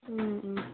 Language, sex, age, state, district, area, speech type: Manipuri, female, 18-30, Manipur, Senapati, rural, conversation